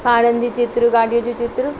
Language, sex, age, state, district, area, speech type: Sindhi, female, 18-30, Delhi, South Delhi, urban, spontaneous